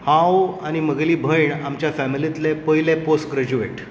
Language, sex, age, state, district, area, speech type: Goan Konkani, male, 45-60, Goa, Tiswadi, rural, spontaneous